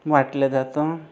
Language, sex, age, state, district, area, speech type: Marathi, other, 30-45, Maharashtra, Buldhana, urban, spontaneous